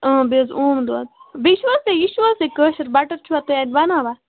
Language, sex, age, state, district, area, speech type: Kashmiri, other, 30-45, Jammu and Kashmir, Baramulla, urban, conversation